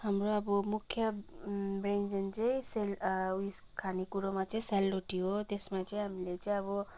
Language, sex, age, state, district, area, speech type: Nepali, female, 30-45, West Bengal, Kalimpong, rural, spontaneous